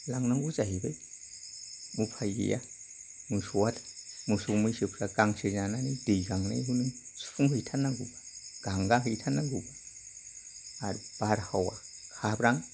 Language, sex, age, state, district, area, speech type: Bodo, male, 60+, Assam, Kokrajhar, urban, spontaneous